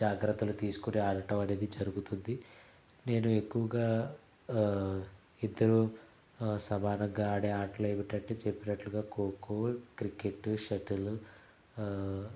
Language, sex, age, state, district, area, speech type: Telugu, male, 30-45, Andhra Pradesh, Konaseema, rural, spontaneous